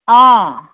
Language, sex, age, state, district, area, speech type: Assamese, female, 45-60, Assam, Jorhat, urban, conversation